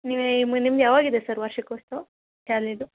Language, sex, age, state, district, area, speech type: Kannada, female, 30-45, Karnataka, Gadag, rural, conversation